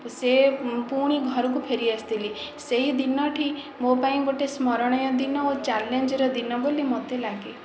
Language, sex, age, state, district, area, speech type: Odia, female, 45-60, Odisha, Dhenkanal, rural, spontaneous